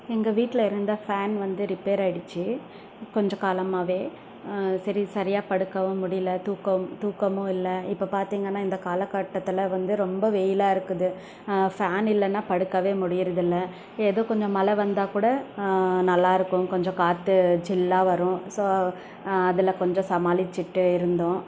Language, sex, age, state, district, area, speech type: Tamil, female, 30-45, Tamil Nadu, Krishnagiri, rural, spontaneous